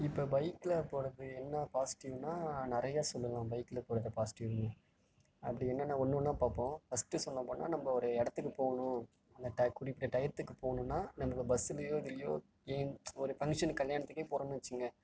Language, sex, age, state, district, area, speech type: Tamil, male, 30-45, Tamil Nadu, Tiruvarur, urban, spontaneous